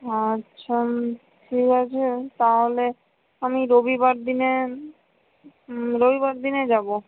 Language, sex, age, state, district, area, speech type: Bengali, female, 60+, West Bengal, Purba Medinipur, rural, conversation